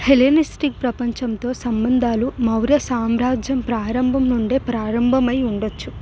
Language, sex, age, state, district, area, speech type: Telugu, female, 18-30, Telangana, Hyderabad, urban, read